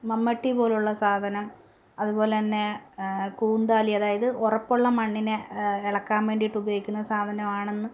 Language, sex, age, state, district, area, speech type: Malayalam, female, 18-30, Kerala, Palakkad, rural, spontaneous